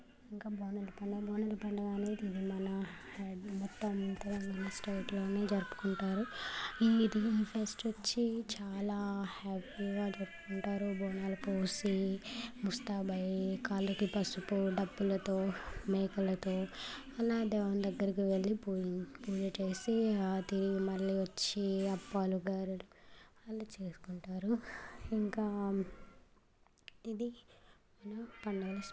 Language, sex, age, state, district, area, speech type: Telugu, female, 18-30, Telangana, Mancherial, rural, spontaneous